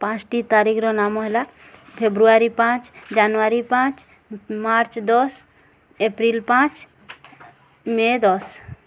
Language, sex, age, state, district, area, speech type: Odia, female, 18-30, Odisha, Subarnapur, urban, spontaneous